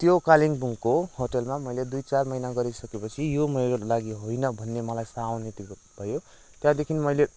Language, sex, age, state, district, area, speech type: Nepali, male, 18-30, West Bengal, Kalimpong, rural, spontaneous